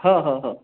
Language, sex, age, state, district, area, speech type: Marathi, male, 30-45, Maharashtra, Akola, urban, conversation